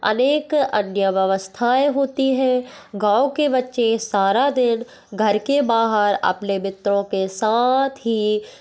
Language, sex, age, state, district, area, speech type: Hindi, female, 18-30, Madhya Pradesh, Hoshangabad, urban, spontaneous